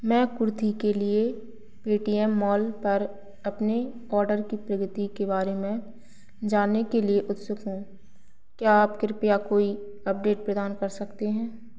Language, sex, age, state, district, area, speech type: Hindi, female, 18-30, Madhya Pradesh, Narsinghpur, rural, read